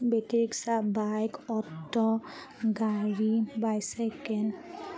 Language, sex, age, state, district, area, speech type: Assamese, female, 30-45, Assam, Charaideo, rural, spontaneous